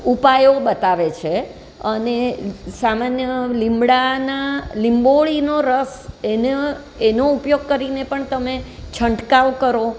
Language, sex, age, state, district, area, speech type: Gujarati, female, 60+, Gujarat, Surat, urban, spontaneous